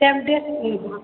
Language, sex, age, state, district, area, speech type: Odia, female, 18-30, Odisha, Balangir, urban, conversation